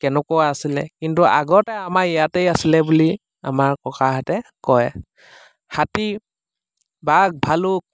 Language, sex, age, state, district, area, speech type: Assamese, male, 30-45, Assam, Lakhimpur, rural, spontaneous